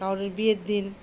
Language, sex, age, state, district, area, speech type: Bengali, female, 45-60, West Bengal, Murshidabad, rural, spontaneous